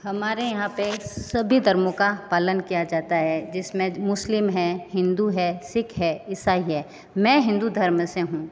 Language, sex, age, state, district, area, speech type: Hindi, female, 30-45, Rajasthan, Jodhpur, urban, spontaneous